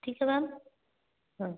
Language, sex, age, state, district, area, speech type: Hindi, female, 18-30, Madhya Pradesh, Betul, urban, conversation